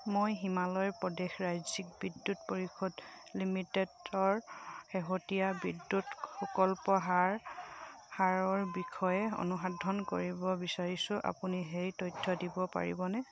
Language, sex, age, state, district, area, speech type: Assamese, female, 30-45, Assam, Sivasagar, rural, read